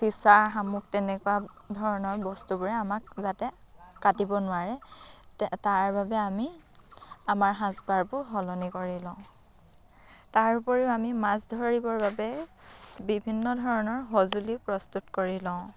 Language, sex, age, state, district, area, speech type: Assamese, female, 18-30, Assam, Dhemaji, rural, spontaneous